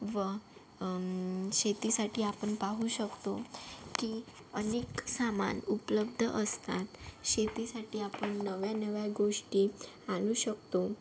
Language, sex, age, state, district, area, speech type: Marathi, female, 18-30, Maharashtra, Yavatmal, rural, spontaneous